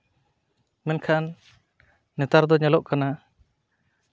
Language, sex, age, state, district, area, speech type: Santali, male, 30-45, West Bengal, Purulia, rural, spontaneous